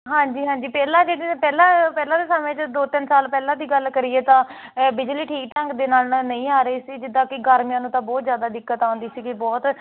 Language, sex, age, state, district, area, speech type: Punjabi, female, 18-30, Punjab, Hoshiarpur, rural, conversation